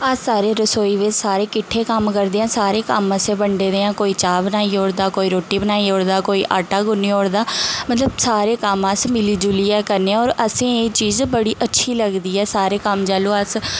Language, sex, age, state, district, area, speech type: Dogri, female, 18-30, Jammu and Kashmir, Jammu, rural, spontaneous